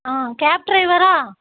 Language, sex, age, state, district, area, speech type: Tamil, female, 45-60, Tamil Nadu, Thoothukudi, rural, conversation